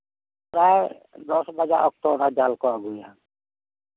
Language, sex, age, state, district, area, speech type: Santali, male, 60+, West Bengal, Bankura, rural, conversation